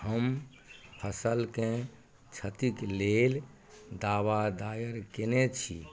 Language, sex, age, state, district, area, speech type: Maithili, male, 60+, Bihar, Madhubani, rural, read